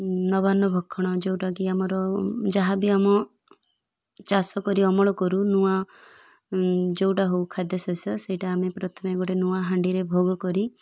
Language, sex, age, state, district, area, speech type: Odia, female, 30-45, Odisha, Malkangiri, urban, spontaneous